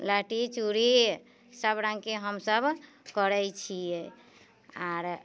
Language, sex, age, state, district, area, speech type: Maithili, female, 45-60, Bihar, Muzaffarpur, urban, spontaneous